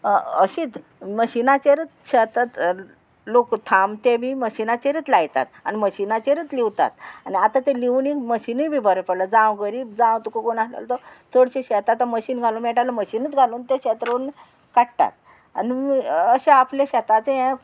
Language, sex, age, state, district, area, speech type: Goan Konkani, female, 45-60, Goa, Murmgao, rural, spontaneous